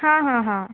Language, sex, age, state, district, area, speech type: Marathi, female, 18-30, Maharashtra, Nagpur, urban, conversation